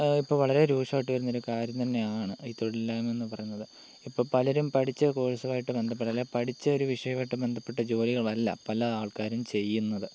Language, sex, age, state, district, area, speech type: Malayalam, male, 18-30, Kerala, Kottayam, rural, spontaneous